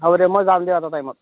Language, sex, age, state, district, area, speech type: Assamese, male, 18-30, Assam, Morigaon, rural, conversation